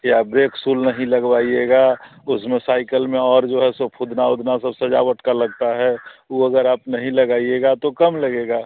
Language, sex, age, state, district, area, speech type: Hindi, male, 45-60, Bihar, Muzaffarpur, rural, conversation